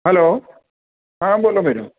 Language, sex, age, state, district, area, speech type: Gujarati, male, 60+, Gujarat, Surat, urban, conversation